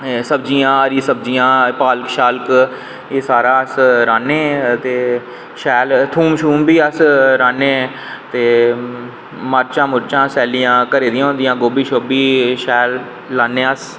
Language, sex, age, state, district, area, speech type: Dogri, male, 18-30, Jammu and Kashmir, Reasi, rural, spontaneous